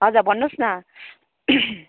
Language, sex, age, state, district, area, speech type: Nepali, female, 30-45, West Bengal, Kalimpong, rural, conversation